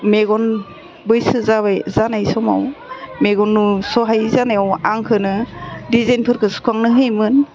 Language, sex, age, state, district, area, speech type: Bodo, female, 30-45, Assam, Udalguri, urban, spontaneous